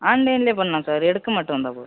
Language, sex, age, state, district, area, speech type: Tamil, male, 18-30, Tamil Nadu, Mayiladuthurai, urban, conversation